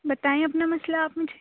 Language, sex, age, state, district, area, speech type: Urdu, female, 30-45, Uttar Pradesh, Aligarh, urban, conversation